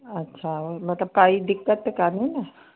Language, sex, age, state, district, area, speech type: Sindhi, female, 30-45, Rajasthan, Ajmer, urban, conversation